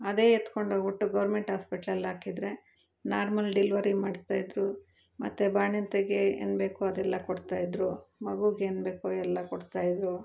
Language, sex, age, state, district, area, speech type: Kannada, female, 30-45, Karnataka, Bangalore Urban, urban, spontaneous